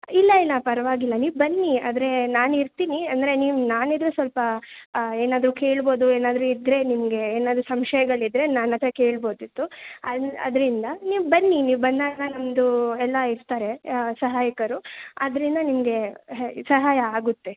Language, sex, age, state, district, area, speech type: Kannada, female, 18-30, Karnataka, Chikkaballapur, urban, conversation